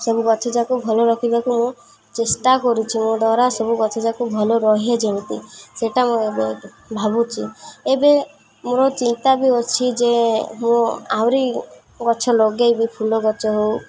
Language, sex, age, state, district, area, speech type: Odia, female, 18-30, Odisha, Malkangiri, urban, spontaneous